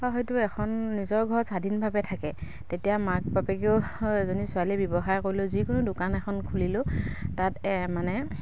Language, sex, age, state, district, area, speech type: Assamese, female, 45-60, Assam, Dibrugarh, rural, spontaneous